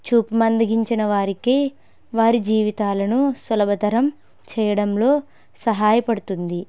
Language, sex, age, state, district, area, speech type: Telugu, female, 18-30, Andhra Pradesh, Kakinada, rural, spontaneous